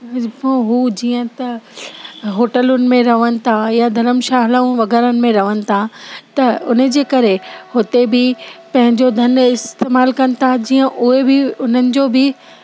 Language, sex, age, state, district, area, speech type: Sindhi, female, 30-45, Gujarat, Kutch, rural, spontaneous